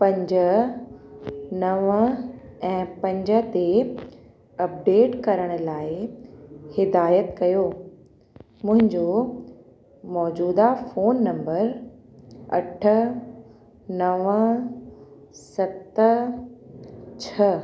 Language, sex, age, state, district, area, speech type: Sindhi, female, 30-45, Uttar Pradesh, Lucknow, urban, read